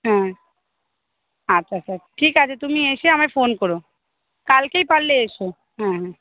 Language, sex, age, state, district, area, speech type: Bengali, female, 30-45, West Bengal, Hooghly, urban, conversation